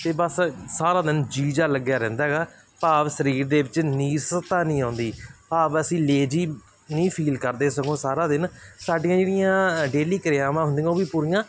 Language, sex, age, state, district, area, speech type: Punjabi, male, 30-45, Punjab, Barnala, rural, spontaneous